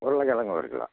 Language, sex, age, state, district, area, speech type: Tamil, male, 60+, Tamil Nadu, Namakkal, rural, conversation